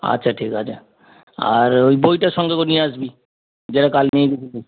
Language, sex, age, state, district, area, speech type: Bengali, male, 30-45, West Bengal, Darjeeling, rural, conversation